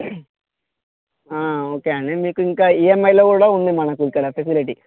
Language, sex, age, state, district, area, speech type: Telugu, male, 18-30, Telangana, Mancherial, rural, conversation